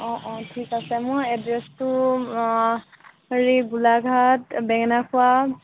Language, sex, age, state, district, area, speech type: Assamese, female, 18-30, Assam, Golaghat, urban, conversation